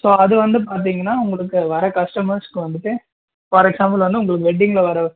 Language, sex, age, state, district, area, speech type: Tamil, male, 18-30, Tamil Nadu, Coimbatore, urban, conversation